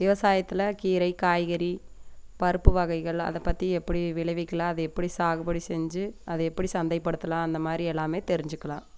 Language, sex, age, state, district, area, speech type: Tamil, female, 30-45, Tamil Nadu, Coimbatore, rural, spontaneous